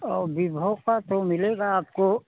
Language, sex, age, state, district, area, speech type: Hindi, male, 60+, Uttar Pradesh, Chandauli, rural, conversation